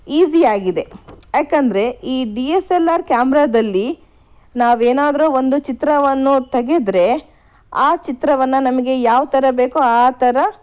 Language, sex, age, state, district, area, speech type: Kannada, female, 30-45, Karnataka, Shimoga, rural, spontaneous